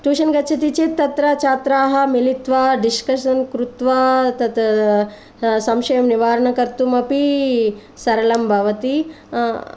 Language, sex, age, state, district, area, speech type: Sanskrit, female, 45-60, Andhra Pradesh, Guntur, urban, spontaneous